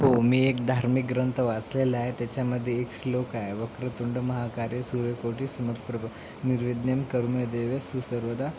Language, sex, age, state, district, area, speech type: Marathi, male, 18-30, Maharashtra, Nanded, rural, spontaneous